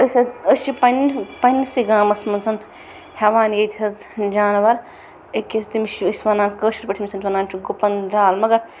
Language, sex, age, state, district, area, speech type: Kashmiri, female, 18-30, Jammu and Kashmir, Bandipora, rural, spontaneous